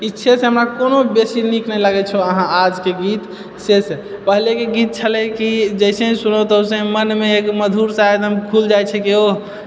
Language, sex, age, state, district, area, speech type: Maithili, male, 30-45, Bihar, Purnia, urban, spontaneous